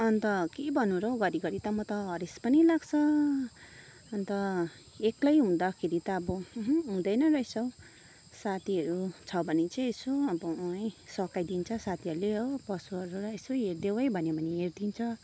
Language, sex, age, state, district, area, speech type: Nepali, female, 30-45, West Bengal, Kalimpong, rural, spontaneous